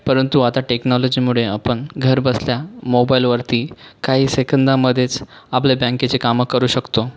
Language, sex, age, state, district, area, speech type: Marathi, male, 18-30, Maharashtra, Buldhana, rural, spontaneous